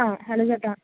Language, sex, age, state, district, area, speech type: Malayalam, female, 18-30, Kerala, Palakkad, rural, conversation